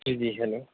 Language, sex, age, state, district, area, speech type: Urdu, male, 30-45, Uttar Pradesh, Rampur, urban, conversation